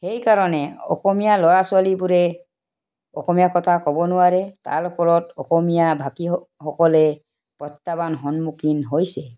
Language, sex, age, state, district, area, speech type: Assamese, female, 45-60, Assam, Tinsukia, urban, spontaneous